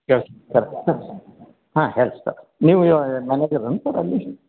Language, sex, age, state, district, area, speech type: Kannada, male, 45-60, Karnataka, Koppal, rural, conversation